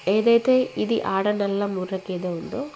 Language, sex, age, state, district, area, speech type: Telugu, female, 18-30, Telangana, Jagtial, rural, spontaneous